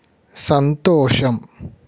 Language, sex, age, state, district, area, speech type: Telugu, male, 45-60, Andhra Pradesh, East Godavari, rural, read